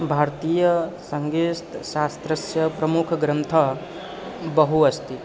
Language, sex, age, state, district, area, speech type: Sanskrit, male, 18-30, Bihar, East Champaran, rural, spontaneous